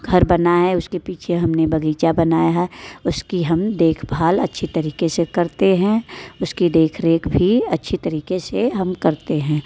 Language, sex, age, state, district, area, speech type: Hindi, female, 30-45, Uttar Pradesh, Mirzapur, rural, spontaneous